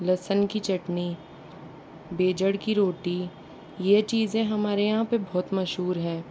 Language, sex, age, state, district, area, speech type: Hindi, female, 60+, Rajasthan, Jaipur, urban, spontaneous